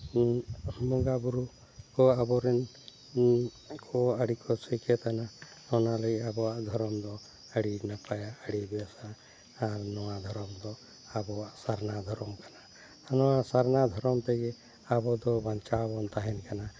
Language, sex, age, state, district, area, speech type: Santali, male, 60+, Jharkhand, Seraikela Kharsawan, rural, spontaneous